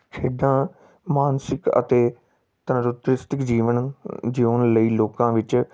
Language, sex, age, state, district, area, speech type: Punjabi, male, 30-45, Punjab, Tarn Taran, urban, spontaneous